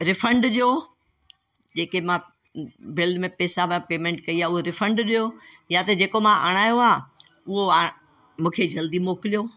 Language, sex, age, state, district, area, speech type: Sindhi, female, 60+, Delhi, South Delhi, urban, spontaneous